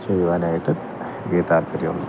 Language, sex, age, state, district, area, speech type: Malayalam, male, 30-45, Kerala, Thiruvananthapuram, rural, spontaneous